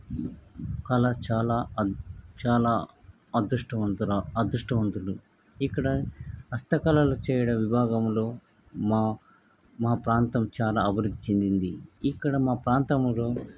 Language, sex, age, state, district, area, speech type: Telugu, male, 45-60, Andhra Pradesh, Krishna, urban, spontaneous